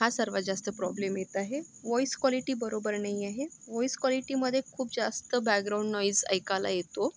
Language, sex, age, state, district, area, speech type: Marathi, female, 18-30, Maharashtra, Yavatmal, urban, spontaneous